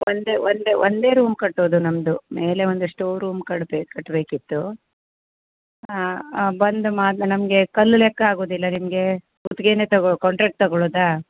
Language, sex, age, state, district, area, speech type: Kannada, female, 45-60, Karnataka, Uttara Kannada, rural, conversation